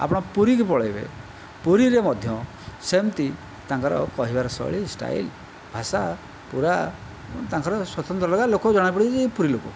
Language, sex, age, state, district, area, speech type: Odia, male, 60+, Odisha, Kandhamal, rural, spontaneous